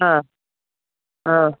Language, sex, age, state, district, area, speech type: Malayalam, female, 45-60, Kerala, Thiruvananthapuram, urban, conversation